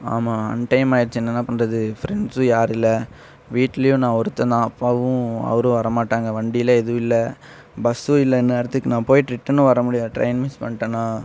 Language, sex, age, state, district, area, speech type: Tamil, male, 18-30, Tamil Nadu, Coimbatore, rural, spontaneous